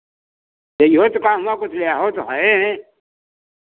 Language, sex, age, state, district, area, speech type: Hindi, male, 60+, Uttar Pradesh, Lucknow, rural, conversation